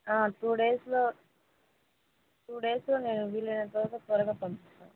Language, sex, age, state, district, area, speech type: Telugu, female, 18-30, Andhra Pradesh, Kadapa, rural, conversation